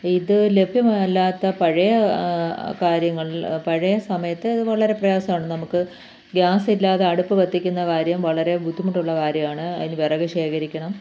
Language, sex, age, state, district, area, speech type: Malayalam, female, 45-60, Kerala, Pathanamthitta, rural, spontaneous